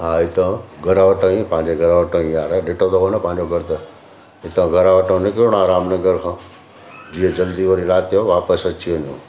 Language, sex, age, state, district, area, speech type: Sindhi, male, 60+, Gujarat, Surat, urban, spontaneous